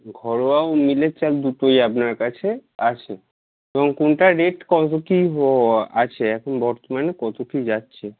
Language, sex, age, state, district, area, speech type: Bengali, male, 30-45, West Bengal, Darjeeling, urban, conversation